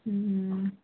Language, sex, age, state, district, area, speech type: Urdu, female, 18-30, Bihar, Khagaria, rural, conversation